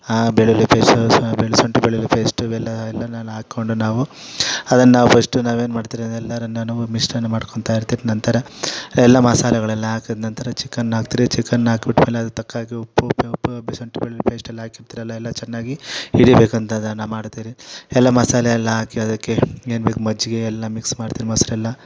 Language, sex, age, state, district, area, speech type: Kannada, male, 30-45, Karnataka, Kolar, urban, spontaneous